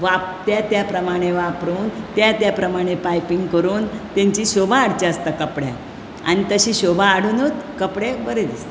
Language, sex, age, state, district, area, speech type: Goan Konkani, female, 60+, Goa, Bardez, urban, spontaneous